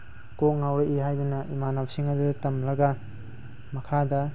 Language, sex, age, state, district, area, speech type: Manipuri, male, 18-30, Manipur, Tengnoupal, urban, spontaneous